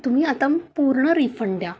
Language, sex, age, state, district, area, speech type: Marathi, female, 30-45, Maharashtra, Pune, urban, spontaneous